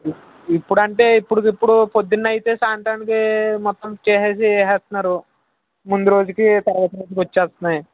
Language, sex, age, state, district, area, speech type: Telugu, male, 30-45, Andhra Pradesh, Eluru, rural, conversation